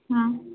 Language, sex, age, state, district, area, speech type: Odia, female, 60+, Odisha, Kandhamal, rural, conversation